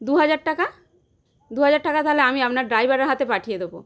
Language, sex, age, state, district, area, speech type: Bengali, female, 30-45, West Bengal, Howrah, urban, spontaneous